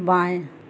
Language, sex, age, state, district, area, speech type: Hindi, female, 60+, Uttar Pradesh, Azamgarh, rural, read